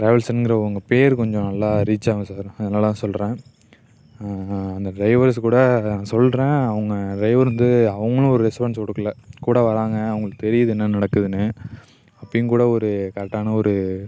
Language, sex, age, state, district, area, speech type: Tamil, male, 18-30, Tamil Nadu, Nagapattinam, rural, spontaneous